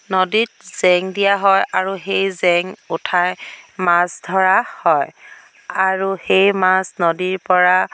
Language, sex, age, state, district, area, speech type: Assamese, female, 45-60, Assam, Dhemaji, rural, spontaneous